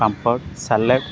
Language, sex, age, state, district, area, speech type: Odia, male, 18-30, Odisha, Ganjam, urban, spontaneous